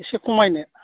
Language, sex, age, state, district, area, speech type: Bodo, male, 45-60, Assam, Kokrajhar, rural, conversation